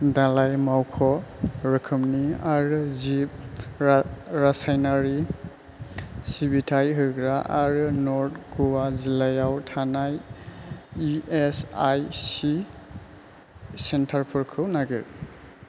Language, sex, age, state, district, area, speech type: Bodo, male, 18-30, Assam, Chirang, urban, read